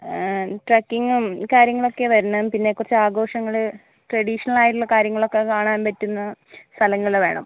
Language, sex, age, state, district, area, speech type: Malayalam, female, 60+, Kerala, Kozhikode, urban, conversation